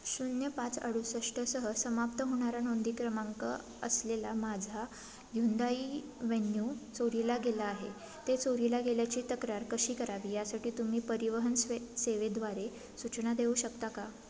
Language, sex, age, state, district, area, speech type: Marathi, female, 18-30, Maharashtra, Satara, urban, read